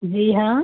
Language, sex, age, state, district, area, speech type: Hindi, female, 30-45, Madhya Pradesh, Seoni, urban, conversation